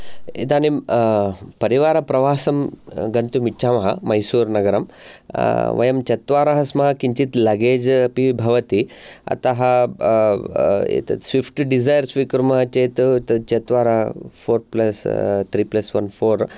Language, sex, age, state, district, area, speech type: Sanskrit, male, 30-45, Karnataka, Chikkamagaluru, urban, spontaneous